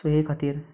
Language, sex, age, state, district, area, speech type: Goan Konkani, male, 30-45, Goa, Canacona, rural, spontaneous